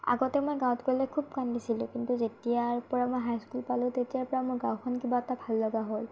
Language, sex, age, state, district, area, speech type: Assamese, female, 30-45, Assam, Morigaon, rural, spontaneous